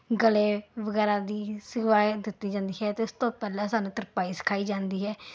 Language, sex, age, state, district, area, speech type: Punjabi, female, 30-45, Punjab, Ludhiana, urban, spontaneous